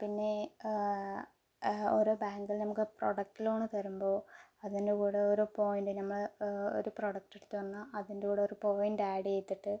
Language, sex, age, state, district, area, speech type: Malayalam, female, 18-30, Kerala, Palakkad, urban, spontaneous